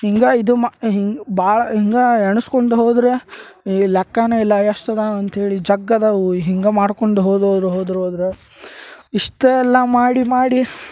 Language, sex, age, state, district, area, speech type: Kannada, male, 30-45, Karnataka, Gadag, rural, spontaneous